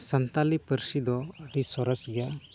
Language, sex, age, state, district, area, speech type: Santali, male, 18-30, Jharkhand, Pakur, rural, spontaneous